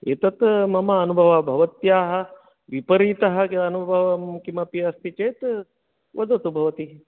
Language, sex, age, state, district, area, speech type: Sanskrit, male, 60+, Karnataka, Shimoga, urban, conversation